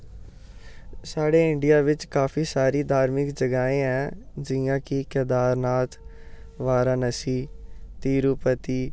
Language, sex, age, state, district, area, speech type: Dogri, male, 18-30, Jammu and Kashmir, Samba, urban, spontaneous